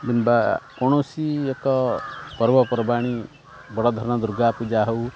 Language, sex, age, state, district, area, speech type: Odia, male, 45-60, Odisha, Kendrapara, urban, spontaneous